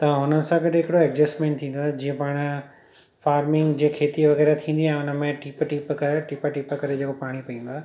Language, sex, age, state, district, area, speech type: Sindhi, male, 30-45, Gujarat, Surat, urban, spontaneous